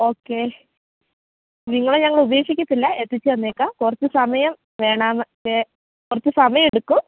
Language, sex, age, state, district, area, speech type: Malayalam, female, 18-30, Kerala, Idukki, rural, conversation